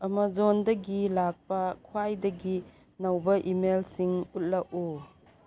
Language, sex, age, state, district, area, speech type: Manipuri, female, 30-45, Manipur, Chandel, rural, read